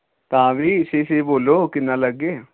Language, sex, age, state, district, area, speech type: Dogri, male, 18-30, Jammu and Kashmir, Samba, rural, conversation